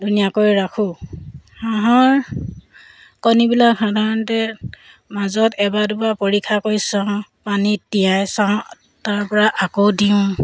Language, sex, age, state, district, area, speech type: Assamese, female, 30-45, Assam, Sivasagar, rural, spontaneous